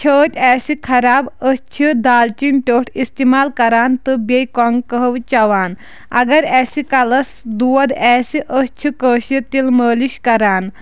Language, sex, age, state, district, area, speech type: Kashmiri, female, 30-45, Jammu and Kashmir, Kulgam, rural, spontaneous